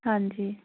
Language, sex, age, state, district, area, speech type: Punjabi, female, 18-30, Punjab, Fazilka, rural, conversation